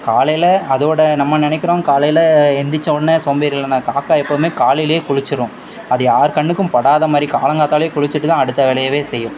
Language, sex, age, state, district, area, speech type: Tamil, male, 30-45, Tamil Nadu, Thoothukudi, urban, spontaneous